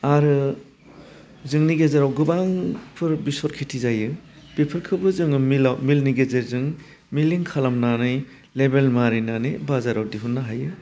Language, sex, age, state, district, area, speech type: Bodo, male, 45-60, Assam, Udalguri, urban, spontaneous